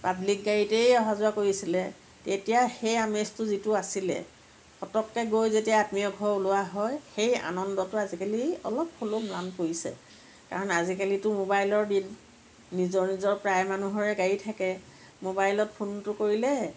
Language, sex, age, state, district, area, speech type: Assamese, female, 45-60, Assam, Lakhimpur, rural, spontaneous